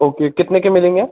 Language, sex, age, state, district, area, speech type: Hindi, male, 30-45, Madhya Pradesh, Jabalpur, urban, conversation